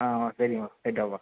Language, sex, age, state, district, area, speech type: Tamil, male, 18-30, Tamil Nadu, Ariyalur, rural, conversation